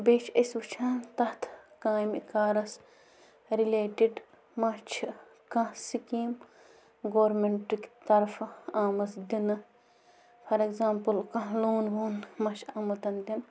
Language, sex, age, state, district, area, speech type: Kashmiri, female, 30-45, Jammu and Kashmir, Bandipora, rural, spontaneous